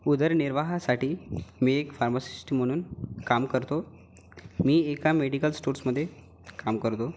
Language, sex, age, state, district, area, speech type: Marathi, female, 18-30, Maharashtra, Gondia, rural, spontaneous